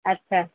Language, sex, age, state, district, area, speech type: Odia, female, 45-60, Odisha, Sundergarh, rural, conversation